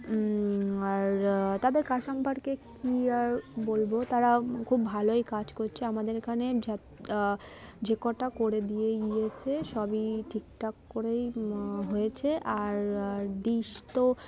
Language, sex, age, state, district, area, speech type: Bengali, female, 18-30, West Bengal, Darjeeling, urban, spontaneous